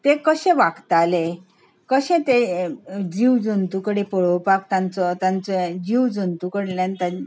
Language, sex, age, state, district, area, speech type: Goan Konkani, female, 45-60, Goa, Bardez, urban, spontaneous